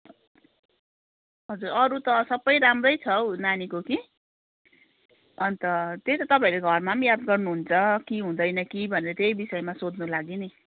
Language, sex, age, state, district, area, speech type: Nepali, female, 45-60, West Bengal, Kalimpong, rural, conversation